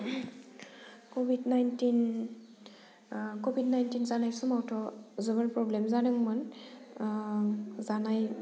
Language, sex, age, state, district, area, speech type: Bodo, female, 18-30, Assam, Udalguri, rural, spontaneous